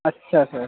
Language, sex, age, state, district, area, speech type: Hindi, male, 30-45, Uttar Pradesh, Azamgarh, rural, conversation